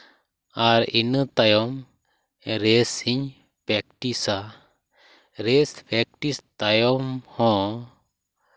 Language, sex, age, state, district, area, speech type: Santali, male, 18-30, West Bengal, Purba Bardhaman, rural, spontaneous